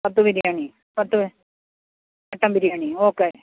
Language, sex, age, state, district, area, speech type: Malayalam, female, 45-60, Kerala, Pathanamthitta, rural, conversation